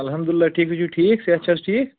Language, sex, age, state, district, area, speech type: Kashmiri, male, 18-30, Jammu and Kashmir, Kulgam, urban, conversation